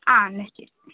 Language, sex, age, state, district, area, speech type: Malayalam, female, 30-45, Kerala, Wayanad, rural, conversation